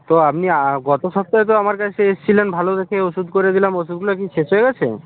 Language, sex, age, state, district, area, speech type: Bengali, male, 45-60, West Bengal, South 24 Parganas, rural, conversation